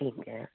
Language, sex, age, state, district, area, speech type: Punjabi, female, 45-60, Punjab, Fazilka, rural, conversation